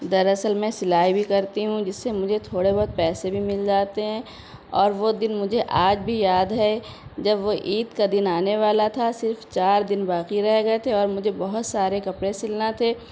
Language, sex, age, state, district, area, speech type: Urdu, female, 30-45, Uttar Pradesh, Shahjahanpur, urban, spontaneous